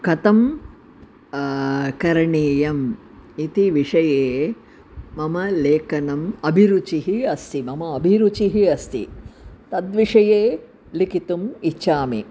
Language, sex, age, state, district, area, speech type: Sanskrit, female, 60+, Tamil Nadu, Chennai, urban, spontaneous